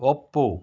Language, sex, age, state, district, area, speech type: Kannada, male, 45-60, Karnataka, Shimoga, rural, read